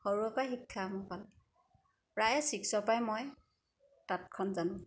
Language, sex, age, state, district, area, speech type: Assamese, female, 30-45, Assam, Sivasagar, rural, spontaneous